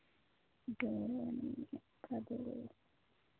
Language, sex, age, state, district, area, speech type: Telugu, female, 30-45, Telangana, Warangal, rural, conversation